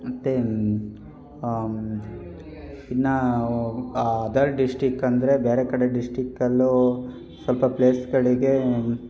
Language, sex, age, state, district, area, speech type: Kannada, male, 18-30, Karnataka, Hassan, rural, spontaneous